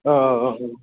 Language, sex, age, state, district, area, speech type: Bodo, male, 18-30, Assam, Udalguri, urban, conversation